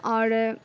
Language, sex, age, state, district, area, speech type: Urdu, female, 18-30, Bihar, Khagaria, rural, spontaneous